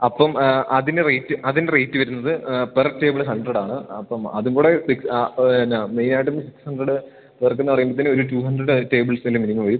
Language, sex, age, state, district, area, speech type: Malayalam, male, 18-30, Kerala, Idukki, rural, conversation